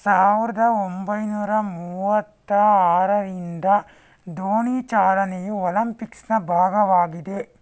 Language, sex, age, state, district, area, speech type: Kannada, male, 45-60, Karnataka, Tumkur, urban, read